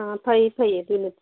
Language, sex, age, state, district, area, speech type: Manipuri, female, 45-60, Manipur, Kangpokpi, urban, conversation